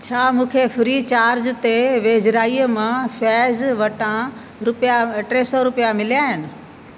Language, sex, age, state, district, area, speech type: Sindhi, female, 60+, Delhi, South Delhi, rural, read